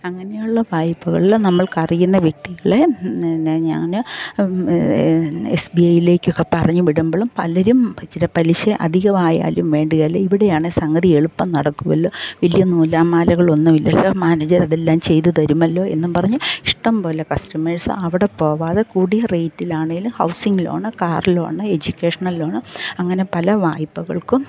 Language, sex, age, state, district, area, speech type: Malayalam, female, 60+, Kerala, Pathanamthitta, rural, spontaneous